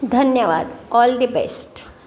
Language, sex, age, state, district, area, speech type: Marathi, female, 60+, Maharashtra, Pune, urban, read